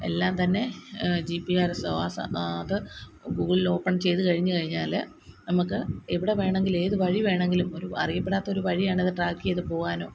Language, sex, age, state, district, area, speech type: Malayalam, female, 30-45, Kerala, Kottayam, rural, spontaneous